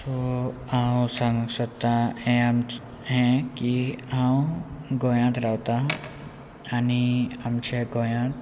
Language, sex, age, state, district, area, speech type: Goan Konkani, male, 18-30, Goa, Quepem, rural, spontaneous